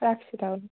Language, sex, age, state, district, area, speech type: Bengali, female, 60+, West Bengal, Nadia, urban, conversation